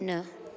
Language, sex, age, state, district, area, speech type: Sindhi, female, 30-45, Gujarat, Junagadh, urban, read